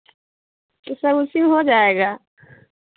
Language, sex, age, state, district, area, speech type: Hindi, female, 45-60, Uttar Pradesh, Hardoi, rural, conversation